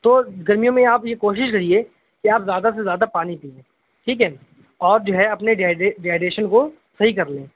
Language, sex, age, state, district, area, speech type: Urdu, male, 18-30, Uttar Pradesh, Shahjahanpur, urban, conversation